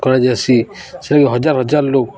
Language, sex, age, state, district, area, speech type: Odia, male, 30-45, Odisha, Balangir, urban, spontaneous